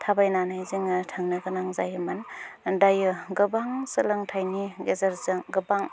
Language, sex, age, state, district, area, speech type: Bodo, female, 30-45, Assam, Udalguri, rural, spontaneous